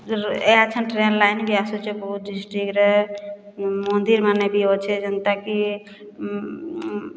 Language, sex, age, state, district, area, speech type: Odia, female, 45-60, Odisha, Boudh, rural, spontaneous